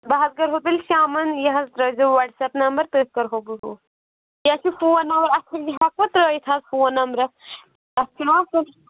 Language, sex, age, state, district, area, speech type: Kashmiri, female, 18-30, Jammu and Kashmir, Anantnag, rural, conversation